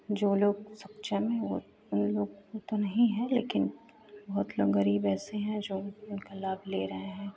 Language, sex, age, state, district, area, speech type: Hindi, female, 18-30, Uttar Pradesh, Ghazipur, rural, spontaneous